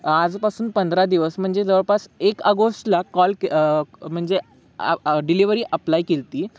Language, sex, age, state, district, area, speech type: Marathi, male, 18-30, Maharashtra, Sangli, urban, spontaneous